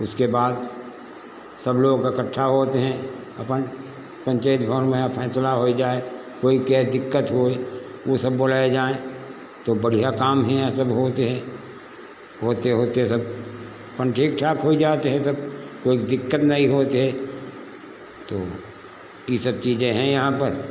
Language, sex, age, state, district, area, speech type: Hindi, male, 60+, Uttar Pradesh, Lucknow, rural, spontaneous